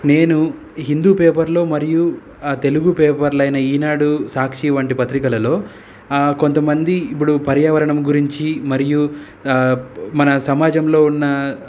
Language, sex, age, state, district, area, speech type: Telugu, male, 30-45, Telangana, Hyderabad, urban, spontaneous